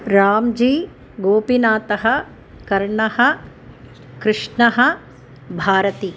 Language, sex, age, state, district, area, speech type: Sanskrit, female, 45-60, Tamil Nadu, Chennai, urban, spontaneous